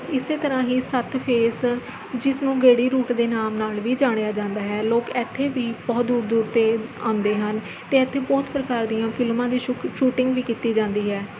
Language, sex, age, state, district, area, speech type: Punjabi, female, 18-30, Punjab, Mohali, rural, spontaneous